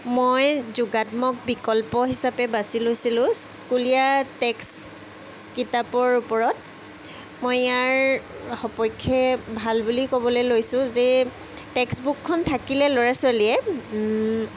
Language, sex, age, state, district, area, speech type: Assamese, female, 30-45, Assam, Jorhat, urban, spontaneous